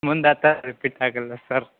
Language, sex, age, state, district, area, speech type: Kannada, male, 18-30, Karnataka, Gulbarga, urban, conversation